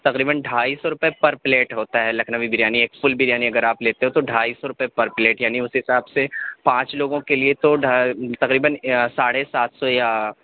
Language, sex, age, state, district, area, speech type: Urdu, male, 18-30, Delhi, South Delhi, urban, conversation